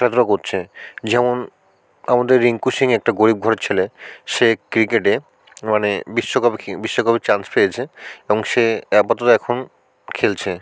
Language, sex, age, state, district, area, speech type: Bengali, male, 45-60, West Bengal, South 24 Parganas, rural, spontaneous